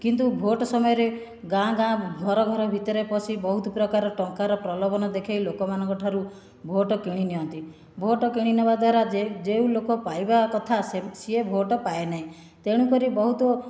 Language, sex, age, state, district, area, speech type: Odia, female, 45-60, Odisha, Khordha, rural, spontaneous